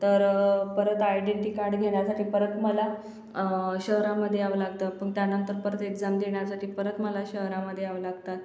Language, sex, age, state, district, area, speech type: Marathi, female, 45-60, Maharashtra, Akola, urban, spontaneous